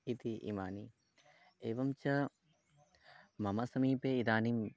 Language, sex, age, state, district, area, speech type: Sanskrit, male, 18-30, West Bengal, Darjeeling, urban, spontaneous